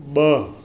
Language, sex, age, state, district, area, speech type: Sindhi, male, 45-60, Maharashtra, Mumbai Suburban, urban, read